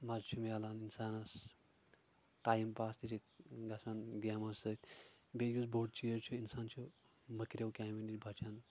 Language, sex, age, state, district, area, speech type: Kashmiri, male, 18-30, Jammu and Kashmir, Shopian, rural, spontaneous